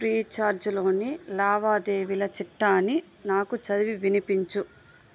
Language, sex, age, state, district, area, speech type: Telugu, female, 30-45, Andhra Pradesh, Sri Balaji, rural, read